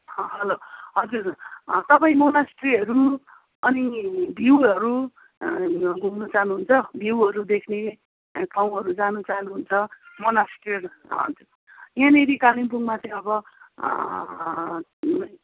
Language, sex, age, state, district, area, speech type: Nepali, female, 45-60, West Bengal, Kalimpong, rural, conversation